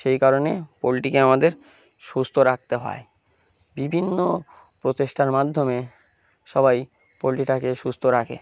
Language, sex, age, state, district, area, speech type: Bengali, male, 18-30, West Bengal, Uttar Dinajpur, urban, spontaneous